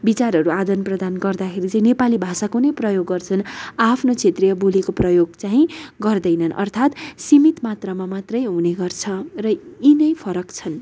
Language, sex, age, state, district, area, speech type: Nepali, female, 18-30, West Bengal, Darjeeling, rural, spontaneous